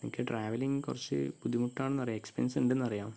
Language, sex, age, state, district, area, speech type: Malayalam, male, 30-45, Kerala, Palakkad, rural, spontaneous